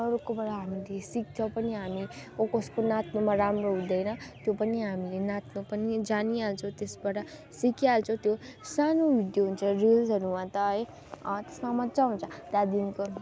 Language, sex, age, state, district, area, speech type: Nepali, female, 30-45, West Bengal, Darjeeling, rural, spontaneous